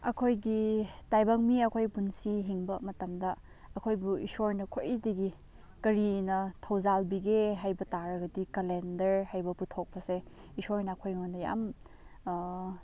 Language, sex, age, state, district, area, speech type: Manipuri, female, 18-30, Manipur, Chandel, rural, spontaneous